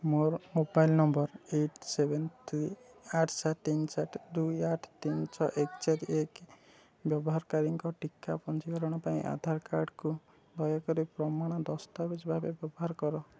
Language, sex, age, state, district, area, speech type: Odia, male, 18-30, Odisha, Puri, urban, read